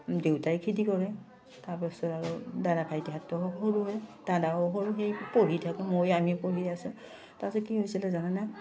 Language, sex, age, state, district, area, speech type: Assamese, female, 60+, Assam, Udalguri, rural, spontaneous